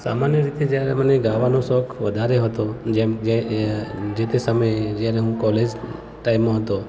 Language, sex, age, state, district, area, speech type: Gujarati, male, 30-45, Gujarat, Ahmedabad, urban, spontaneous